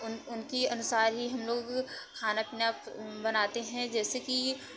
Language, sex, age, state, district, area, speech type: Hindi, female, 30-45, Uttar Pradesh, Mirzapur, rural, spontaneous